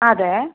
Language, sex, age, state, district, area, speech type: Malayalam, female, 45-60, Kerala, Palakkad, rural, conversation